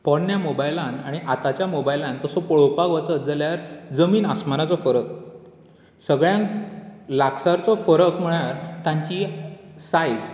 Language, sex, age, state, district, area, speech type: Goan Konkani, male, 18-30, Goa, Bardez, urban, spontaneous